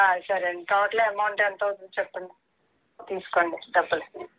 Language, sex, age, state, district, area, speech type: Telugu, female, 60+, Andhra Pradesh, Eluru, rural, conversation